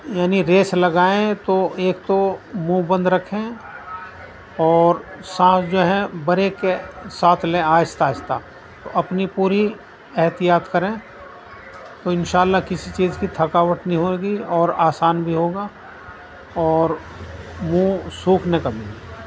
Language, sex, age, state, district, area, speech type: Urdu, male, 60+, Uttar Pradesh, Muzaffarnagar, urban, spontaneous